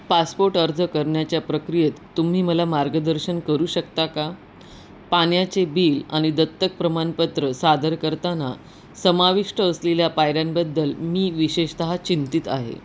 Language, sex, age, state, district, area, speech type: Marathi, female, 30-45, Maharashtra, Nanded, urban, read